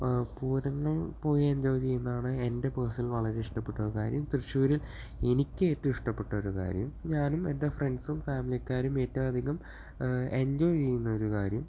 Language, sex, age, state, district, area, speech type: Malayalam, male, 18-30, Kerala, Thrissur, urban, spontaneous